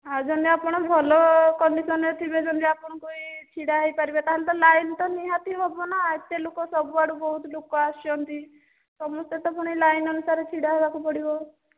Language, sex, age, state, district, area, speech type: Odia, female, 45-60, Odisha, Boudh, rural, conversation